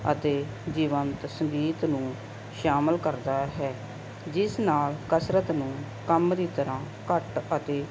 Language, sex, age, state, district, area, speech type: Punjabi, female, 45-60, Punjab, Barnala, urban, spontaneous